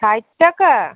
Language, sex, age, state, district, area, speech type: Bengali, female, 30-45, West Bengal, Alipurduar, rural, conversation